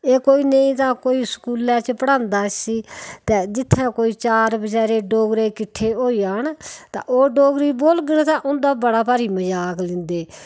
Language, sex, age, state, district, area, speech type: Dogri, female, 60+, Jammu and Kashmir, Udhampur, rural, spontaneous